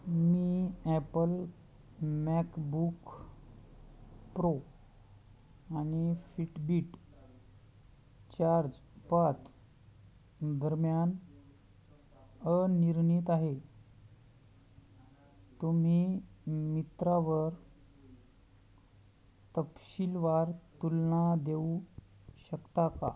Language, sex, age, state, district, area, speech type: Marathi, male, 30-45, Maharashtra, Hingoli, urban, read